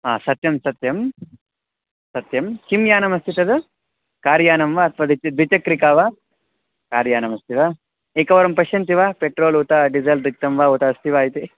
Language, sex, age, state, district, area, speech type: Sanskrit, male, 18-30, Karnataka, Mandya, rural, conversation